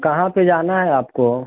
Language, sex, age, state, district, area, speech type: Hindi, male, 30-45, Uttar Pradesh, Prayagraj, urban, conversation